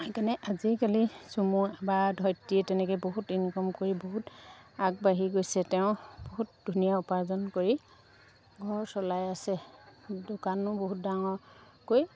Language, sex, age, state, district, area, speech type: Assamese, female, 30-45, Assam, Sivasagar, rural, spontaneous